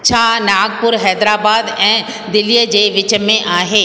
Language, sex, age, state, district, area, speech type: Sindhi, female, 45-60, Rajasthan, Ajmer, urban, read